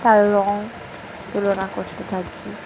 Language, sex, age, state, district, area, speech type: Bengali, female, 18-30, West Bengal, Dakshin Dinajpur, urban, spontaneous